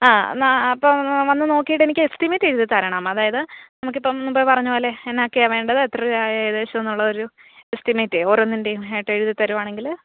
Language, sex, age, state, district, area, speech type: Malayalam, female, 18-30, Kerala, Alappuzha, rural, conversation